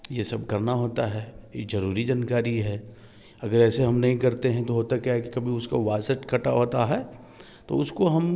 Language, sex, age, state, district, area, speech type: Hindi, male, 30-45, Bihar, Samastipur, urban, spontaneous